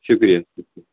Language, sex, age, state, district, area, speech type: Kashmiri, male, 30-45, Jammu and Kashmir, Srinagar, urban, conversation